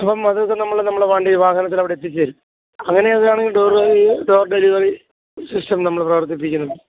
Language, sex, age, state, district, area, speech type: Malayalam, male, 45-60, Kerala, Alappuzha, rural, conversation